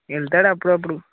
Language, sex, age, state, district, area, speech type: Telugu, male, 18-30, Telangana, Peddapalli, rural, conversation